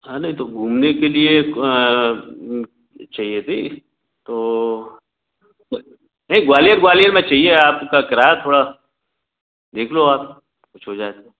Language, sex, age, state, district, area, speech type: Hindi, male, 45-60, Madhya Pradesh, Gwalior, rural, conversation